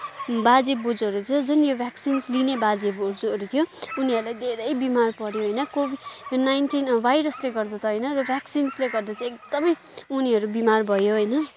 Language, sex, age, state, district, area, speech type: Nepali, female, 18-30, West Bengal, Kalimpong, rural, spontaneous